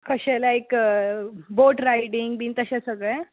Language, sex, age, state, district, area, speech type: Goan Konkani, female, 18-30, Goa, Bardez, urban, conversation